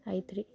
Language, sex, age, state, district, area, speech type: Kannada, female, 18-30, Karnataka, Bidar, rural, spontaneous